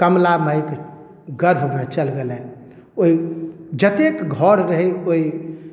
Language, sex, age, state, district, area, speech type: Maithili, male, 45-60, Bihar, Madhubani, urban, spontaneous